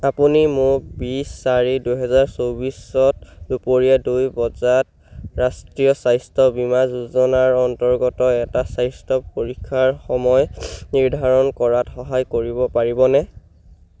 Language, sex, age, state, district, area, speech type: Assamese, male, 18-30, Assam, Sivasagar, rural, read